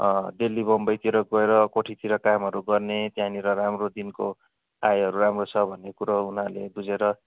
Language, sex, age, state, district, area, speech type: Nepali, male, 45-60, West Bengal, Darjeeling, rural, conversation